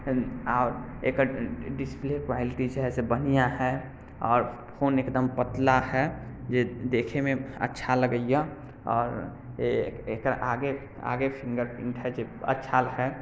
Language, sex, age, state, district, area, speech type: Maithili, male, 18-30, Bihar, Muzaffarpur, rural, spontaneous